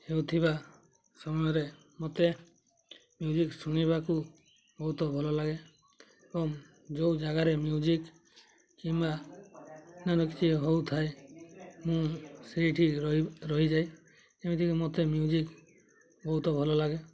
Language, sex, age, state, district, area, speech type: Odia, male, 18-30, Odisha, Mayurbhanj, rural, spontaneous